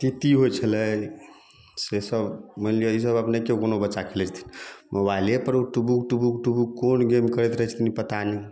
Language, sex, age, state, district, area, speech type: Maithili, male, 30-45, Bihar, Samastipur, rural, spontaneous